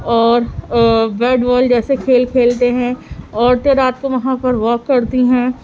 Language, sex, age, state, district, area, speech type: Urdu, female, 18-30, Delhi, Central Delhi, urban, spontaneous